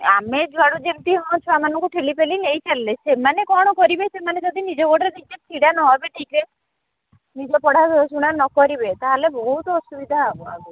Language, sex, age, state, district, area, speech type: Odia, female, 30-45, Odisha, Jagatsinghpur, rural, conversation